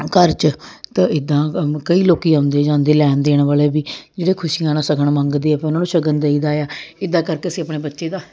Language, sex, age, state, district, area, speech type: Punjabi, female, 30-45, Punjab, Jalandhar, urban, spontaneous